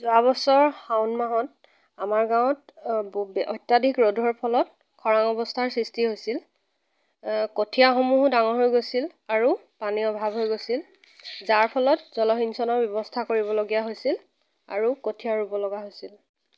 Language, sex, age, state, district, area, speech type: Assamese, female, 30-45, Assam, Lakhimpur, rural, spontaneous